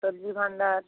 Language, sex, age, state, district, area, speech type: Bengali, female, 45-60, West Bengal, North 24 Parganas, rural, conversation